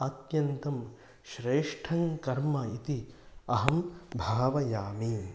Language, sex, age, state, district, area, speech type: Sanskrit, male, 30-45, Karnataka, Kolar, rural, spontaneous